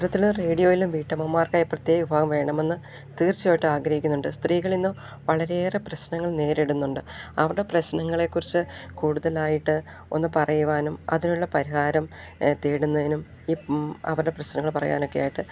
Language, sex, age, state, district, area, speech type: Malayalam, female, 45-60, Kerala, Idukki, rural, spontaneous